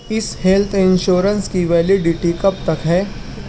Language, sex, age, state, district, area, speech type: Urdu, male, 60+, Maharashtra, Nashik, rural, read